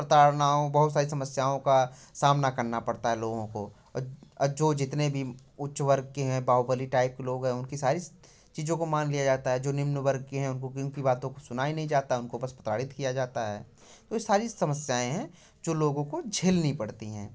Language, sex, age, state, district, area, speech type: Hindi, male, 18-30, Uttar Pradesh, Prayagraj, urban, spontaneous